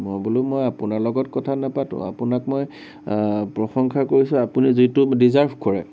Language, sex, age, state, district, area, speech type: Assamese, male, 18-30, Assam, Nagaon, rural, spontaneous